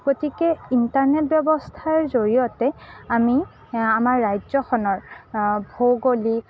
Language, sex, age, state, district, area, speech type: Assamese, female, 18-30, Assam, Kamrup Metropolitan, urban, spontaneous